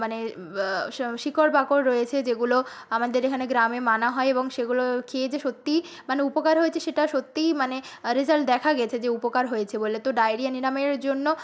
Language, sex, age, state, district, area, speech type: Bengali, female, 30-45, West Bengal, Nadia, rural, spontaneous